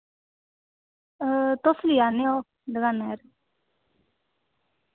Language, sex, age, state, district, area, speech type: Dogri, female, 18-30, Jammu and Kashmir, Reasi, rural, conversation